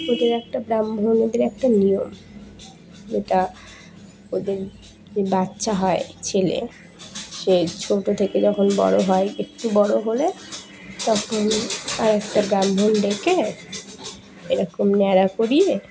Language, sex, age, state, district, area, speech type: Bengali, female, 18-30, West Bengal, Dakshin Dinajpur, urban, spontaneous